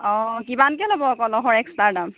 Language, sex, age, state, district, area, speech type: Assamese, female, 30-45, Assam, Lakhimpur, rural, conversation